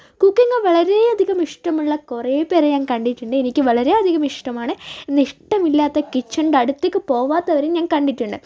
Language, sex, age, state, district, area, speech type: Malayalam, female, 30-45, Kerala, Wayanad, rural, spontaneous